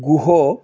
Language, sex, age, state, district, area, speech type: Bengali, male, 60+, West Bengal, Alipurduar, rural, spontaneous